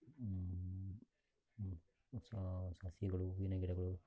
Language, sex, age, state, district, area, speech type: Kannada, male, 60+, Karnataka, Shimoga, rural, spontaneous